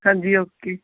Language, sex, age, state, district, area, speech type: Punjabi, male, 18-30, Punjab, Tarn Taran, rural, conversation